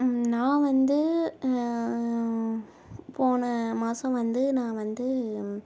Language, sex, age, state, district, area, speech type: Tamil, female, 30-45, Tamil Nadu, Tiruvarur, rural, spontaneous